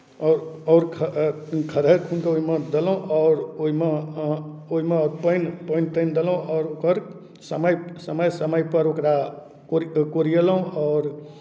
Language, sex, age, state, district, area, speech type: Maithili, male, 30-45, Bihar, Darbhanga, urban, spontaneous